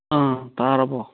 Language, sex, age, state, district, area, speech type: Manipuri, male, 30-45, Manipur, Thoubal, rural, conversation